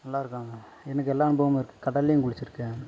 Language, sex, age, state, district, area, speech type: Tamil, male, 30-45, Tamil Nadu, Dharmapuri, rural, spontaneous